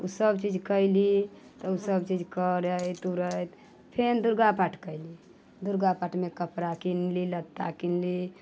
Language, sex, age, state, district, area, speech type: Maithili, female, 30-45, Bihar, Muzaffarpur, rural, spontaneous